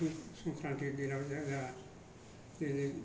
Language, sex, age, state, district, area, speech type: Bodo, male, 60+, Assam, Kokrajhar, rural, spontaneous